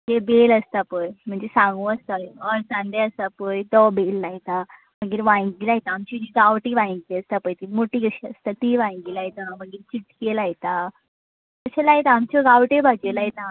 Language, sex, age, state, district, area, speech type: Goan Konkani, female, 18-30, Goa, Tiswadi, rural, conversation